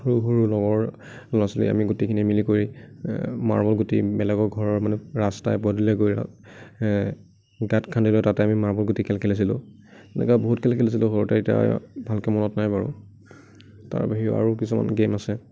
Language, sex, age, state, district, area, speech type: Assamese, male, 18-30, Assam, Nagaon, rural, spontaneous